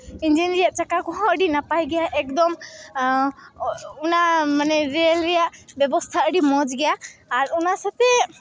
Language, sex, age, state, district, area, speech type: Santali, female, 18-30, West Bengal, Malda, rural, spontaneous